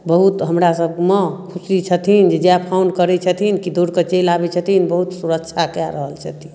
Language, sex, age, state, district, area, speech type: Maithili, female, 45-60, Bihar, Darbhanga, rural, spontaneous